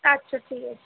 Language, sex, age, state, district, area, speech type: Bengali, female, 18-30, West Bengal, Bankura, urban, conversation